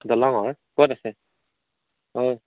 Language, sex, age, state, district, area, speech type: Assamese, male, 18-30, Assam, Majuli, urban, conversation